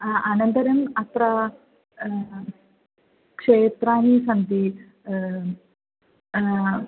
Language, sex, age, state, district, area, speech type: Sanskrit, female, 18-30, Kerala, Thrissur, rural, conversation